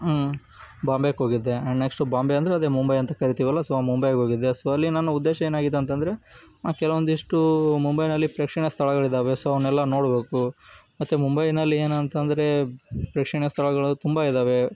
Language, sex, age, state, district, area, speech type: Kannada, male, 18-30, Karnataka, Koppal, rural, spontaneous